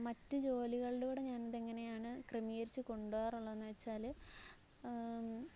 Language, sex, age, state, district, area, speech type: Malayalam, female, 18-30, Kerala, Alappuzha, rural, spontaneous